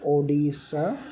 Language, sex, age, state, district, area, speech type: Odia, male, 18-30, Odisha, Sundergarh, urban, spontaneous